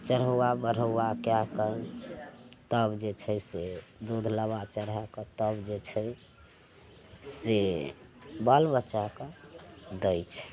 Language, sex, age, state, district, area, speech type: Maithili, female, 60+, Bihar, Madhepura, urban, spontaneous